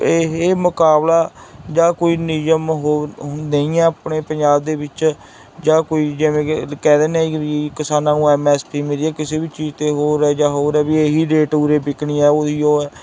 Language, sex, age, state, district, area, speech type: Punjabi, male, 18-30, Punjab, Mansa, urban, spontaneous